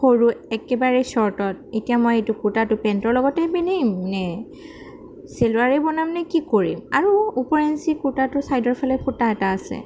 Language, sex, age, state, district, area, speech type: Assamese, female, 45-60, Assam, Sonitpur, rural, spontaneous